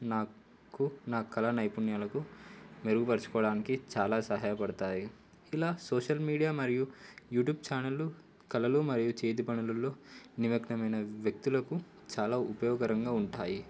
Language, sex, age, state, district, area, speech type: Telugu, male, 18-30, Telangana, Komaram Bheem, urban, spontaneous